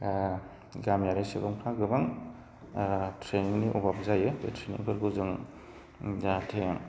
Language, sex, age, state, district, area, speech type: Bodo, male, 30-45, Assam, Udalguri, rural, spontaneous